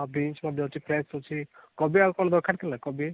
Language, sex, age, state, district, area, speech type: Odia, male, 18-30, Odisha, Rayagada, rural, conversation